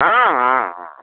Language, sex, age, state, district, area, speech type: Hindi, male, 60+, Uttar Pradesh, Bhadohi, rural, conversation